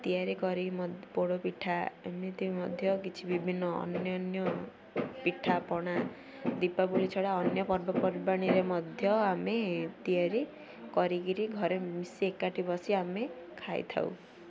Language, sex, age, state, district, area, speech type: Odia, female, 18-30, Odisha, Ganjam, urban, spontaneous